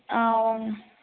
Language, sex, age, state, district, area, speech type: Tamil, female, 18-30, Tamil Nadu, Coimbatore, urban, conversation